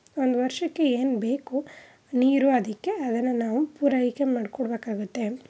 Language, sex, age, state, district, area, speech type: Kannada, female, 18-30, Karnataka, Chamarajanagar, rural, spontaneous